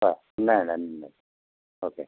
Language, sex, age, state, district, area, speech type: Telugu, male, 45-60, Telangana, Peddapalli, rural, conversation